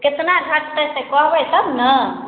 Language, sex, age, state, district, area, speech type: Maithili, female, 30-45, Bihar, Samastipur, rural, conversation